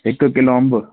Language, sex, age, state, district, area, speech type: Sindhi, male, 18-30, Gujarat, Kutch, urban, conversation